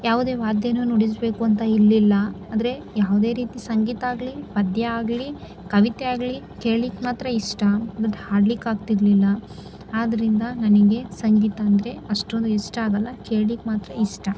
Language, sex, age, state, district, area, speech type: Kannada, female, 18-30, Karnataka, Chikkaballapur, rural, spontaneous